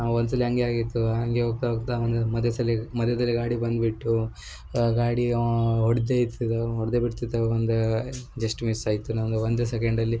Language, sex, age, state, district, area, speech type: Kannada, male, 18-30, Karnataka, Uttara Kannada, rural, spontaneous